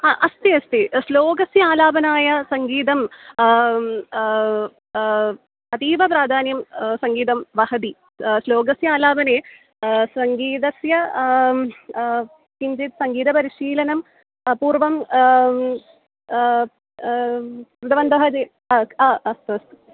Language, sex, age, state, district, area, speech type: Sanskrit, female, 18-30, Kerala, Kollam, urban, conversation